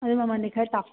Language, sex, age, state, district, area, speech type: Manipuri, female, 18-30, Manipur, Churachandpur, rural, conversation